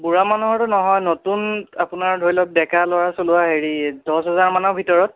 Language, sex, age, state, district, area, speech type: Assamese, male, 18-30, Assam, Nagaon, rural, conversation